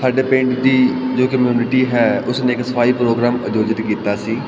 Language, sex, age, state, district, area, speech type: Punjabi, male, 18-30, Punjab, Fazilka, rural, spontaneous